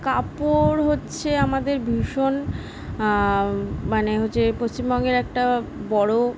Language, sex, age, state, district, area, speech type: Bengali, female, 18-30, West Bengal, Kolkata, urban, spontaneous